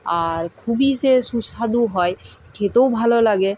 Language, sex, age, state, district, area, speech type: Bengali, female, 60+, West Bengal, Purba Medinipur, rural, spontaneous